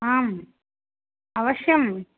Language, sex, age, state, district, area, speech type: Sanskrit, female, 30-45, Telangana, Hyderabad, urban, conversation